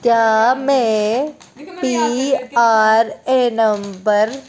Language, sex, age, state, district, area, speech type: Dogri, female, 18-30, Jammu and Kashmir, Udhampur, urban, read